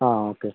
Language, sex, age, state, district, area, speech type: Malayalam, male, 30-45, Kerala, Kozhikode, urban, conversation